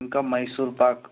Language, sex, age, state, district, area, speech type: Telugu, male, 18-30, Andhra Pradesh, Anantapur, urban, conversation